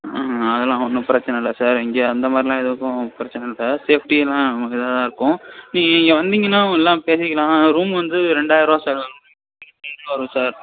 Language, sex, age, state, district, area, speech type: Tamil, male, 18-30, Tamil Nadu, Thanjavur, rural, conversation